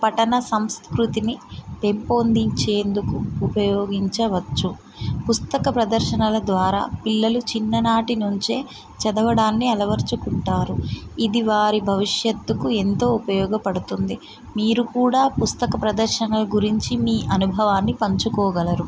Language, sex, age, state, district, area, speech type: Telugu, female, 30-45, Telangana, Mulugu, rural, spontaneous